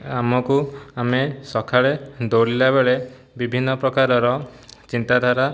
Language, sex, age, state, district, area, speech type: Odia, male, 30-45, Odisha, Jajpur, rural, spontaneous